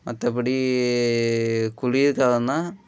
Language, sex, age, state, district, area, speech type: Tamil, male, 18-30, Tamil Nadu, Namakkal, rural, spontaneous